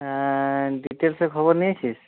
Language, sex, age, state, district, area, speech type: Bengali, male, 30-45, West Bengal, Jhargram, rural, conversation